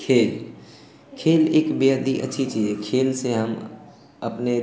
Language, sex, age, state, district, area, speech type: Hindi, male, 18-30, Uttar Pradesh, Ghazipur, rural, spontaneous